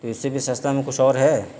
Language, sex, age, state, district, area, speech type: Urdu, male, 45-60, Bihar, Gaya, urban, spontaneous